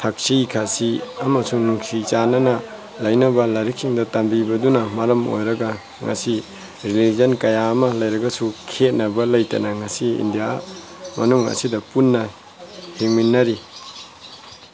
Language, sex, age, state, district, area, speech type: Manipuri, male, 45-60, Manipur, Tengnoupal, rural, spontaneous